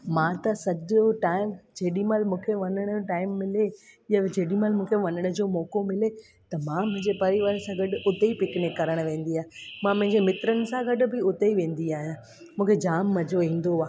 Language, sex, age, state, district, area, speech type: Sindhi, female, 18-30, Gujarat, Junagadh, rural, spontaneous